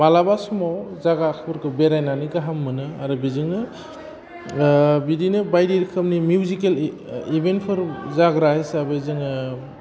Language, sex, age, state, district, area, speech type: Bodo, male, 18-30, Assam, Udalguri, urban, spontaneous